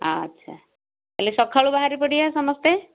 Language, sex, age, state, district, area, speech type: Odia, female, 45-60, Odisha, Gajapati, rural, conversation